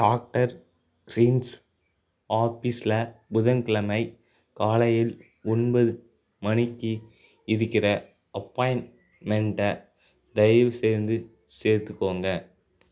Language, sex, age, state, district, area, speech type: Tamil, male, 30-45, Tamil Nadu, Tiruchirappalli, rural, read